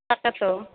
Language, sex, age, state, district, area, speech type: Assamese, female, 30-45, Assam, Nalbari, rural, conversation